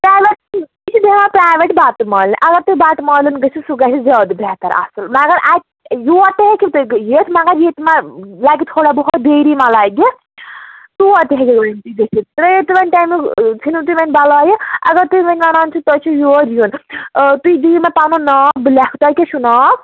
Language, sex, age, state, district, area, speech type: Kashmiri, female, 30-45, Jammu and Kashmir, Bandipora, rural, conversation